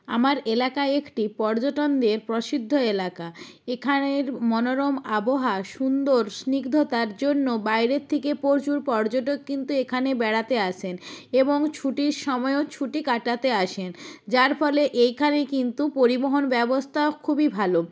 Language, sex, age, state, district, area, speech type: Bengali, female, 45-60, West Bengal, Jalpaiguri, rural, spontaneous